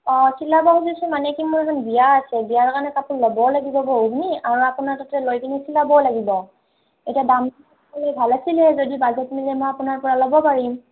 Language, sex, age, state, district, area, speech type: Assamese, female, 30-45, Assam, Morigaon, rural, conversation